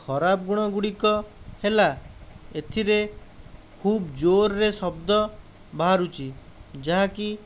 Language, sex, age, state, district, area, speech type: Odia, male, 45-60, Odisha, Khordha, rural, spontaneous